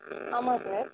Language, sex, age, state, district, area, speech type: Tamil, female, 45-60, Tamil Nadu, Tiruvarur, rural, conversation